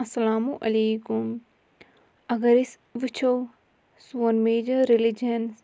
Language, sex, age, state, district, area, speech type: Kashmiri, female, 30-45, Jammu and Kashmir, Shopian, rural, spontaneous